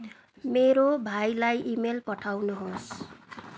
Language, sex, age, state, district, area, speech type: Nepali, female, 30-45, West Bengal, Darjeeling, rural, read